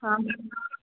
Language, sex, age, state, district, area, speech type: Kannada, female, 18-30, Karnataka, Hassan, urban, conversation